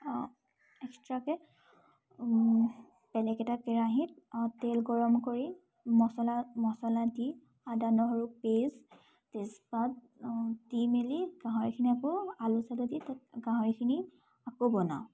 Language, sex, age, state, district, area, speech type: Assamese, female, 18-30, Assam, Tinsukia, rural, spontaneous